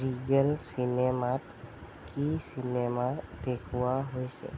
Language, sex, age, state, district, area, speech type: Assamese, male, 18-30, Assam, Sonitpur, urban, read